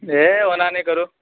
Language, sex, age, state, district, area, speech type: Maithili, male, 18-30, Bihar, Araria, rural, conversation